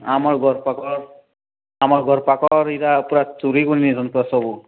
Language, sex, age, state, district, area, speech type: Odia, male, 45-60, Odisha, Nuapada, urban, conversation